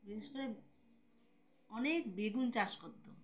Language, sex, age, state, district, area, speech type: Bengali, female, 30-45, West Bengal, Uttar Dinajpur, urban, spontaneous